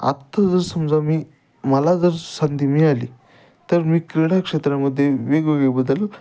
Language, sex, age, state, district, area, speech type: Marathi, male, 18-30, Maharashtra, Ahmednagar, rural, spontaneous